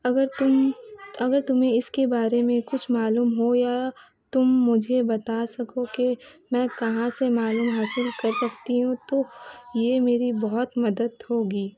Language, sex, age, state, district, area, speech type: Urdu, female, 18-30, West Bengal, Kolkata, urban, spontaneous